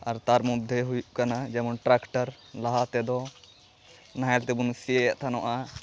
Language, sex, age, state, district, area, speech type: Santali, male, 18-30, West Bengal, Malda, rural, spontaneous